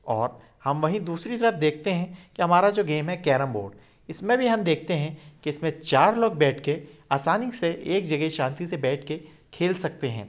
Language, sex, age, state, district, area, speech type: Hindi, male, 18-30, Madhya Pradesh, Indore, urban, spontaneous